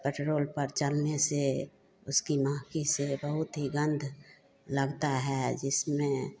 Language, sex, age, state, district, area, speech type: Hindi, female, 60+, Bihar, Begusarai, urban, spontaneous